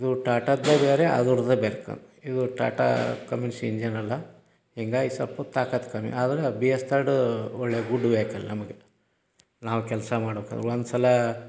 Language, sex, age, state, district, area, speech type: Kannada, male, 60+, Karnataka, Gadag, rural, spontaneous